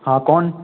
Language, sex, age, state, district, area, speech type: Hindi, male, 18-30, Madhya Pradesh, Jabalpur, urban, conversation